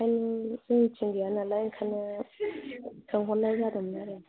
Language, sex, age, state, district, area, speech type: Bodo, female, 30-45, Assam, Chirang, rural, conversation